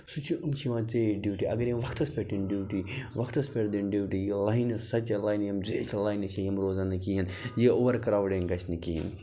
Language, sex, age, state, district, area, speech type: Kashmiri, male, 30-45, Jammu and Kashmir, Budgam, rural, spontaneous